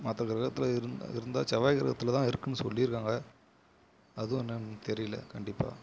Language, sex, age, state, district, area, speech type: Tamil, male, 18-30, Tamil Nadu, Kallakurichi, rural, spontaneous